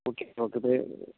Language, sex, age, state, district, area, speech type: Tamil, male, 30-45, Tamil Nadu, Cuddalore, rural, conversation